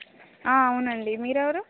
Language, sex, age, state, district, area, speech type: Telugu, female, 18-30, Telangana, Bhadradri Kothagudem, rural, conversation